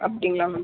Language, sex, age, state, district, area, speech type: Tamil, female, 18-30, Tamil Nadu, Tirunelveli, rural, conversation